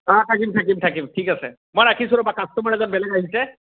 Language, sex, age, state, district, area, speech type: Assamese, male, 18-30, Assam, Nalbari, rural, conversation